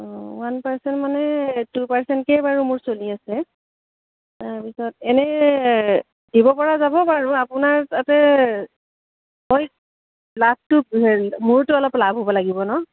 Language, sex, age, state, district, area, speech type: Assamese, female, 30-45, Assam, Udalguri, urban, conversation